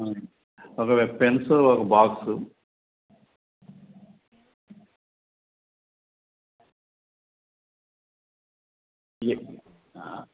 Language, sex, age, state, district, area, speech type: Telugu, male, 60+, Andhra Pradesh, Eluru, urban, conversation